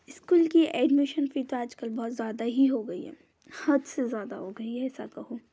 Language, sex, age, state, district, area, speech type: Hindi, female, 18-30, Madhya Pradesh, Ujjain, urban, spontaneous